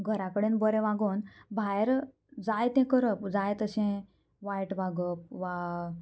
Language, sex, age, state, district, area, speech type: Goan Konkani, female, 18-30, Goa, Murmgao, rural, spontaneous